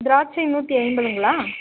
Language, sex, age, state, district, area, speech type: Tamil, female, 30-45, Tamil Nadu, Dharmapuri, rural, conversation